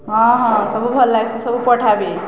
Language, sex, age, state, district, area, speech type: Odia, female, 60+, Odisha, Balangir, urban, spontaneous